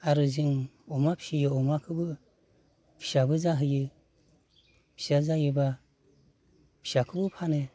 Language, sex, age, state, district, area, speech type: Bodo, male, 45-60, Assam, Baksa, rural, spontaneous